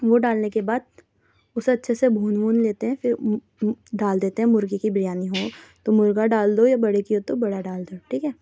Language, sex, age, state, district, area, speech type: Urdu, female, 18-30, Delhi, South Delhi, urban, spontaneous